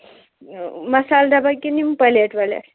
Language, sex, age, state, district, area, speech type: Kashmiri, female, 18-30, Jammu and Kashmir, Shopian, rural, conversation